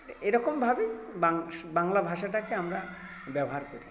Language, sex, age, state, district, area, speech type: Bengali, male, 60+, West Bengal, South 24 Parganas, rural, spontaneous